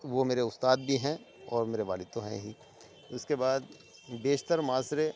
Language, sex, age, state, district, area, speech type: Urdu, male, 45-60, Delhi, East Delhi, urban, spontaneous